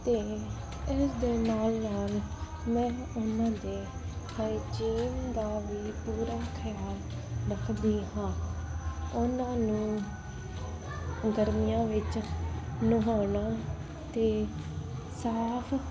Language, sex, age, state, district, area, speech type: Punjabi, female, 18-30, Punjab, Fazilka, rural, spontaneous